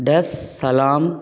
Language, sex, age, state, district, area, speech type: Tamil, male, 45-60, Tamil Nadu, Thanjavur, rural, spontaneous